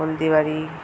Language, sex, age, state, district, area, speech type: Bengali, female, 18-30, West Bengal, Alipurduar, rural, spontaneous